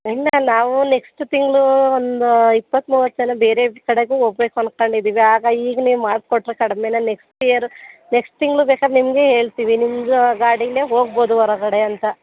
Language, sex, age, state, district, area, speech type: Kannada, female, 30-45, Karnataka, Mandya, urban, conversation